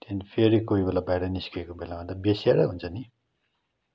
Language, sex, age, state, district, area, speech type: Nepali, male, 30-45, West Bengal, Darjeeling, rural, spontaneous